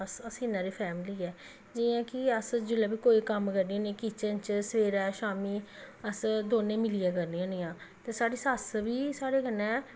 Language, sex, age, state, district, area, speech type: Dogri, female, 30-45, Jammu and Kashmir, Samba, rural, spontaneous